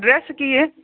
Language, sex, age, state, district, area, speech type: Punjabi, female, 30-45, Punjab, Fazilka, rural, conversation